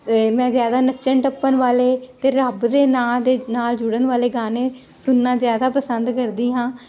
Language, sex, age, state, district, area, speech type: Punjabi, female, 45-60, Punjab, Jalandhar, urban, spontaneous